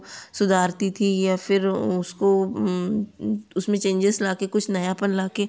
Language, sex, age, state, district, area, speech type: Hindi, female, 30-45, Madhya Pradesh, Betul, urban, spontaneous